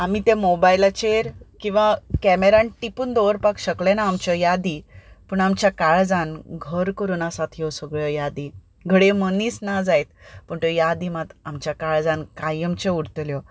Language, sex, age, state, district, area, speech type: Goan Konkani, female, 30-45, Goa, Ponda, rural, spontaneous